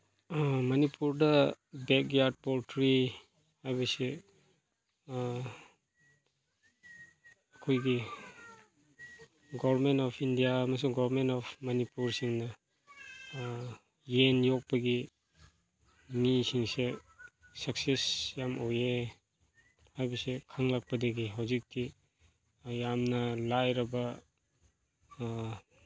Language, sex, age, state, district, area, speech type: Manipuri, male, 30-45, Manipur, Chandel, rural, spontaneous